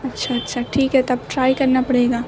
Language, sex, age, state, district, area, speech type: Urdu, female, 18-30, Uttar Pradesh, Mau, urban, spontaneous